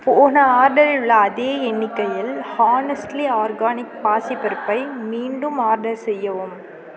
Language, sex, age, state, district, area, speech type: Tamil, female, 18-30, Tamil Nadu, Mayiladuthurai, rural, read